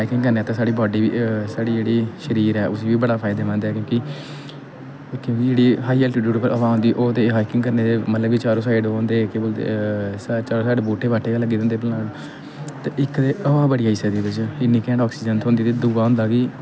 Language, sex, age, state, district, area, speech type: Dogri, male, 18-30, Jammu and Kashmir, Kathua, rural, spontaneous